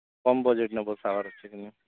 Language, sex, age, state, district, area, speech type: Odia, male, 30-45, Odisha, Nuapada, urban, conversation